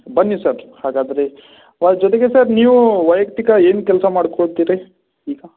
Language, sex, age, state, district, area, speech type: Kannada, male, 30-45, Karnataka, Belgaum, rural, conversation